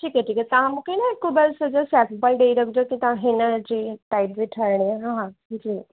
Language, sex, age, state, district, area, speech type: Sindhi, female, 18-30, Uttar Pradesh, Lucknow, urban, conversation